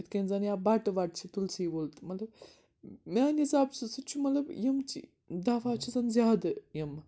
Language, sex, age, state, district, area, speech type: Kashmiri, female, 60+, Jammu and Kashmir, Srinagar, urban, spontaneous